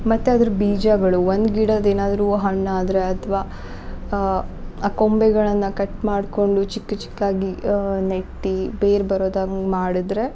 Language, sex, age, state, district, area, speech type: Kannada, female, 18-30, Karnataka, Uttara Kannada, rural, spontaneous